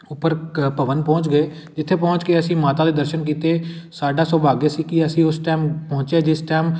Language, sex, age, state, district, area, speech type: Punjabi, male, 18-30, Punjab, Amritsar, urban, spontaneous